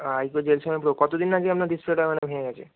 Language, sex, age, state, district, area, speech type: Bengali, male, 18-30, West Bengal, Bankura, urban, conversation